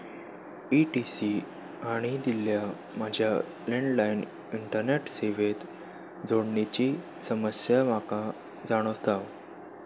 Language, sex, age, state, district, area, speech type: Goan Konkani, male, 18-30, Goa, Salcete, urban, read